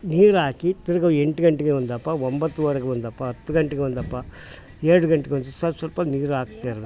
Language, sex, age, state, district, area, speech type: Kannada, male, 60+, Karnataka, Mysore, urban, spontaneous